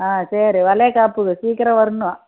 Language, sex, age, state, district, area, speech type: Tamil, female, 60+, Tamil Nadu, Kallakurichi, urban, conversation